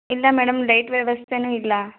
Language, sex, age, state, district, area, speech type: Kannada, female, 30-45, Karnataka, Mandya, rural, conversation